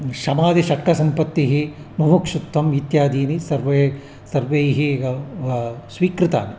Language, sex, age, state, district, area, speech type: Sanskrit, male, 60+, Andhra Pradesh, Visakhapatnam, urban, spontaneous